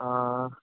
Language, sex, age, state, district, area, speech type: Malayalam, male, 30-45, Kerala, Wayanad, rural, conversation